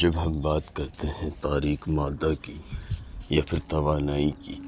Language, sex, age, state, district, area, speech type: Urdu, male, 30-45, Uttar Pradesh, Lucknow, urban, spontaneous